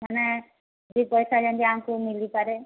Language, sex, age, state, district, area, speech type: Odia, female, 30-45, Odisha, Sambalpur, rural, conversation